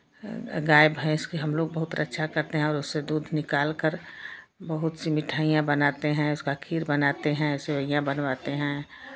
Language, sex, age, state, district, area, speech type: Hindi, female, 60+, Uttar Pradesh, Chandauli, urban, spontaneous